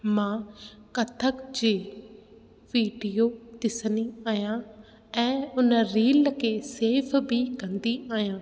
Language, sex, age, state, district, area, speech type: Sindhi, female, 18-30, Rajasthan, Ajmer, urban, spontaneous